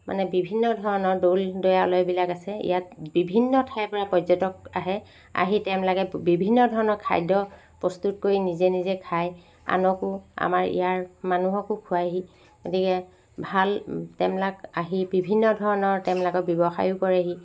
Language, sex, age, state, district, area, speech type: Assamese, female, 45-60, Assam, Sivasagar, rural, spontaneous